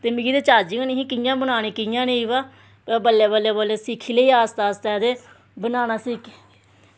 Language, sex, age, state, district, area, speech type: Dogri, female, 30-45, Jammu and Kashmir, Samba, rural, spontaneous